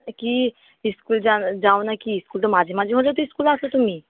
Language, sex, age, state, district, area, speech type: Bengali, female, 30-45, West Bengal, Purba Bardhaman, rural, conversation